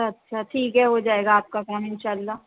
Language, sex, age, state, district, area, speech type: Urdu, female, 30-45, Uttar Pradesh, Rampur, urban, conversation